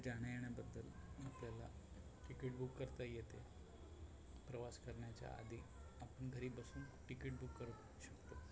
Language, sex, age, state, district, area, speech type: Marathi, male, 30-45, Maharashtra, Nagpur, urban, spontaneous